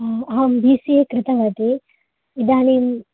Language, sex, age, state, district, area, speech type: Sanskrit, female, 18-30, Karnataka, Dakshina Kannada, urban, conversation